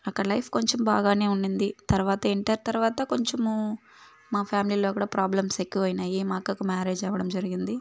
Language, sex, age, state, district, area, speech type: Telugu, female, 18-30, Andhra Pradesh, Sri Balaji, urban, spontaneous